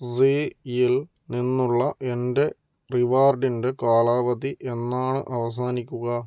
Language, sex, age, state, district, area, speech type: Malayalam, male, 18-30, Kerala, Kozhikode, urban, read